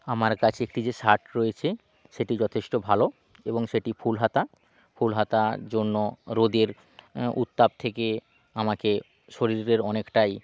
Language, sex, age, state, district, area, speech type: Bengali, male, 45-60, West Bengal, Hooghly, urban, spontaneous